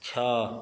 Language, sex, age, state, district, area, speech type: Hindi, male, 30-45, Bihar, Vaishali, rural, read